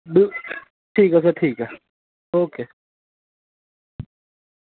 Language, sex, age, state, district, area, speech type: Dogri, male, 18-30, Jammu and Kashmir, Samba, rural, conversation